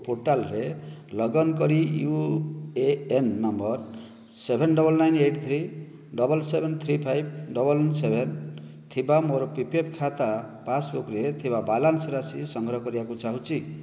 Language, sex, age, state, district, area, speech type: Odia, male, 45-60, Odisha, Kandhamal, rural, read